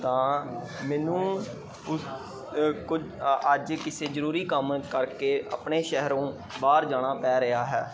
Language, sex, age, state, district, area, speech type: Punjabi, male, 18-30, Punjab, Pathankot, urban, spontaneous